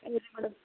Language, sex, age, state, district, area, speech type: Kannada, female, 30-45, Karnataka, Chamarajanagar, rural, conversation